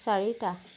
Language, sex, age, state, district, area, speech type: Assamese, female, 30-45, Assam, Jorhat, urban, read